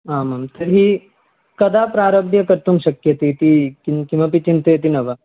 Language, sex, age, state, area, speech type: Sanskrit, male, 18-30, Tripura, rural, conversation